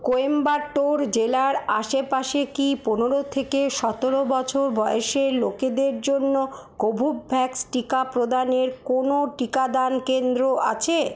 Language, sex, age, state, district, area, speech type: Bengali, female, 45-60, West Bengal, Paschim Bardhaman, urban, read